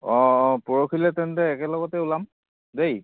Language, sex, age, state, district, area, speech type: Assamese, male, 30-45, Assam, Charaideo, urban, conversation